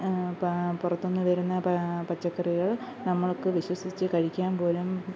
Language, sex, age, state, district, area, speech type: Malayalam, female, 30-45, Kerala, Alappuzha, rural, spontaneous